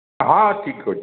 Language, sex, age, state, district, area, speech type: Odia, male, 60+, Odisha, Dhenkanal, rural, conversation